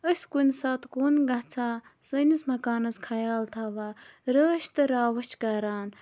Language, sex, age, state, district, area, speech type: Kashmiri, female, 30-45, Jammu and Kashmir, Bandipora, rural, spontaneous